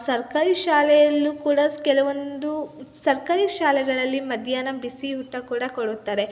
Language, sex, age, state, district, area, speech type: Kannada, female, 18-30, Karnataka, Chitradurga, urban, spontaneous